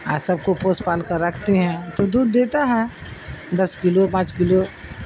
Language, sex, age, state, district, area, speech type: Urdu, female, 60+, Bihar, Darbhanga, rural, spontaneous